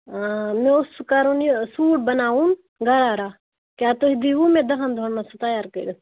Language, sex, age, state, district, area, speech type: Kashmiri, female, 18-30, Jammu and Kashmir, Budgam, rural, conversation